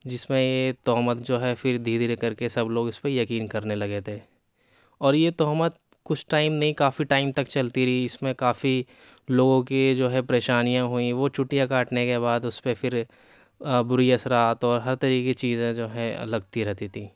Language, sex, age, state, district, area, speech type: Urdu, male, 18-30, Delhi, South Delhi, urban, spontaneous